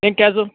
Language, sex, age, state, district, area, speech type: Telugu, male, 30-45, Andhra Pradesh, Nellore, rural, conversation